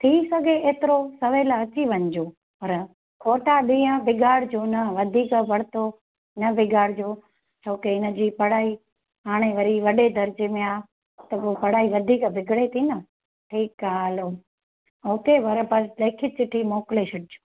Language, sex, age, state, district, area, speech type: Sindhi, female, 30-45, Gujarat, Junagadh, urban, conversation